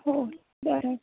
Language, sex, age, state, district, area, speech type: Marathi, female, 18-30, Maharashtra, Nagpur, urban, conversation